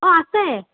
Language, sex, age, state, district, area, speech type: Assamese, female, 18-30, Assam, Morigaon, rural, conversation